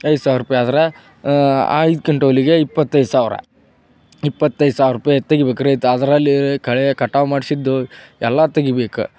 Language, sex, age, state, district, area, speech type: Kannada, male, 30-45, Karnataka, Gadag, rural, spontaneous